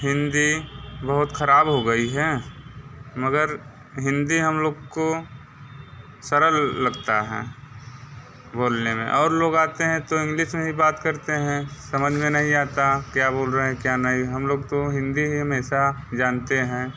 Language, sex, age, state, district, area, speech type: Hindi, male, 30-45, Uttar Pradesh, Mirzapur, rural, spontaneous